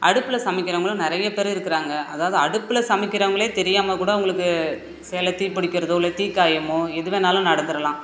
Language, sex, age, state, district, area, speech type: Tamil, female, 30-45, Tamil Nadu, Perambalur, rural, spontaneous